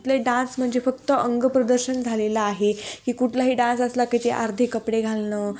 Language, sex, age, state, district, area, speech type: Marathi, female, 18-30, Maharashtra, Ahmednagar, rural, spontaneous